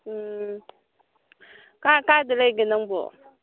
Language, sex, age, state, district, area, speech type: Manipuri, female, 18-30, Manipur, Kangpokpi, urban, conversation